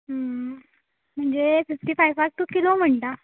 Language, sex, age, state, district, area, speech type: Goan Konkani, female, 18-30, Goa, Quepem, rural, conversation